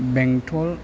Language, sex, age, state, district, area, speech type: Bodo, male, 18-30, Assam, Chirang, urban, spontaneous